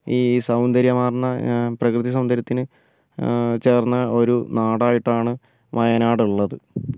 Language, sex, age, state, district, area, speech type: Malayalam, male, 30-45, Kerala, Wayanad, rural, spontaneous